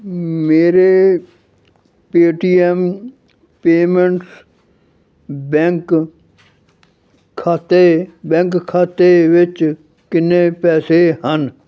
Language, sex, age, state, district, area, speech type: Punjabi, male, 60+, Punjab, Fazilka, rural, read